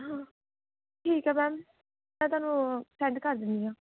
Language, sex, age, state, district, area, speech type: Punjabi, female, 18-30, Punjab, Pathankot, rural, conversation